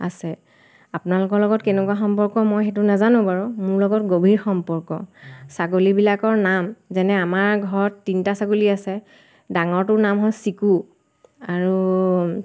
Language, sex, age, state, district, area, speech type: Assamese, female, 30-45, Assam, Sivasagar, rural, spontaneous